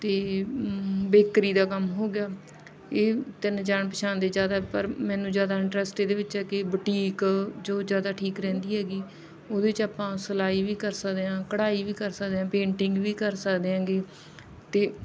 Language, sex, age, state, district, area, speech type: Punjabi, female, 30-45, Punjab, Bathinda, rural, spontaneous